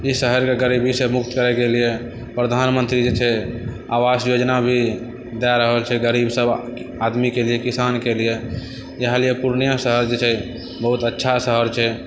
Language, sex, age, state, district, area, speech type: Maithili, male, 30-45, Bihar, Purnia, rural, spontaneous